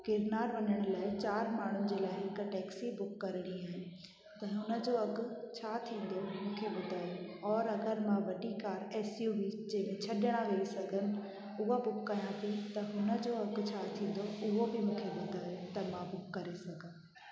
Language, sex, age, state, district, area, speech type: Sindhi, female, 18-30, Gujarat, Junagadh, rural, spontaneous